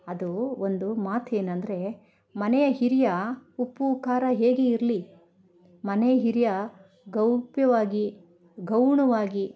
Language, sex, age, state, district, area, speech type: Kannada, female, 60+, Karnataka, Bangalore Rural, rural, spontaneous